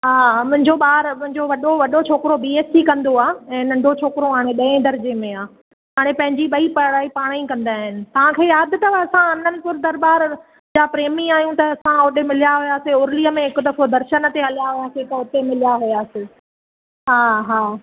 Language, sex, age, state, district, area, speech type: Sindhi, female, 30-45, Gujarat, Surat, urban, conversation